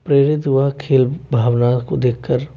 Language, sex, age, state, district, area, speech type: Hindi, male, 18-30, Rajasthan, Jaipur, urban, spontaneous